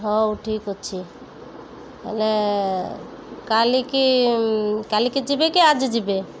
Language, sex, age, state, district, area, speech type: Odia, female, 30-45, Odisha, Malkangiri, urban, spontaneous